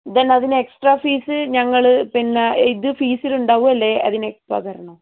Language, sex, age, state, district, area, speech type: Malayalam, female, 30-45, Kerala, Wayanad, rural, conversation